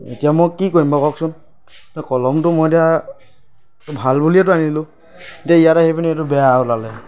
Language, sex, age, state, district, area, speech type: Assamese, male, 45-60, Assam, Lakhimpur, rural, spontaneous